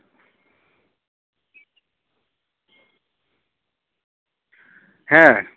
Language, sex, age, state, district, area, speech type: Santali, male, 30-45, West Bengal, Paschim Bardhaman, urban, conversation